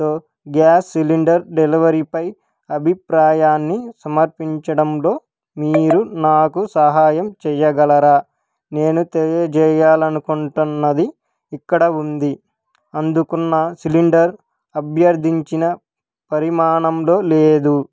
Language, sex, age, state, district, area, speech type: Telugu, male, 18-30, Andhra Pradesh, Krishna, urban, read